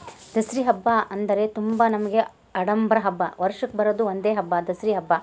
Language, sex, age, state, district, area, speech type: Kannada, female, 30-45, Karnataka, Gulbarga, urban, spontaneous